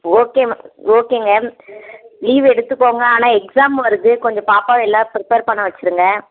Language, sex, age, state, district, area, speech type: Tamil, female, 30-45, Tamil Nadu, Dharmapuri, rural, conversation